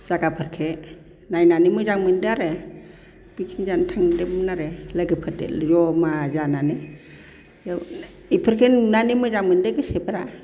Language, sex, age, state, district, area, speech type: Bodo, female, 60+, Assam, Baksa, urban, spontaneous